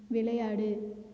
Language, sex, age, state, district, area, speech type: Tamil, female, 18-30, Tamil Nadu, Cuddalore, rural, read